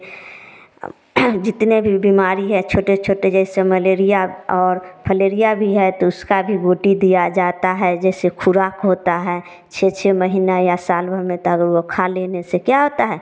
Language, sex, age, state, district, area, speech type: Hindi, female, 30-45, Bihar, Samastipur, rural, spontaneous